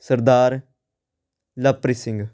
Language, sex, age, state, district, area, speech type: Punjabi, male, 18-30, Punjab, Patiala, urban, spontaneous